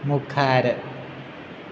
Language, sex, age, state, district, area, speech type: Goan Konkani, male, 18-30, Goa, Quepem, rural, read